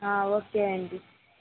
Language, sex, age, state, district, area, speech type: Telugu, female, 18-30, Andhra Pradesh, Chittoor, urban, conversation